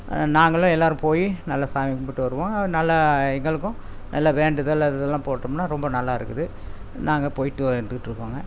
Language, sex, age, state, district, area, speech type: Tamil, male, 60+, Tamil Nadu, Coimbatore, rural, spontaneous